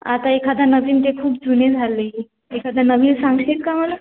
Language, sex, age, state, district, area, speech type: Marathi, female, 18-30, Maharashtra, Washim, rural, conversation